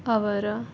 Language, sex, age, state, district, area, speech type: Kannada, female, 60+, Karnataka, Chikkaballapur, rural, spontaneous